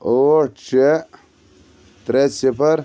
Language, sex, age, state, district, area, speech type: Kashmiri, male, 30-45, Jammu and Kashmir, Anantnag, rural, read